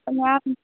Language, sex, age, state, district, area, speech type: Gujarati, female, 18-30, Gujarat, Kutch, rural, conversation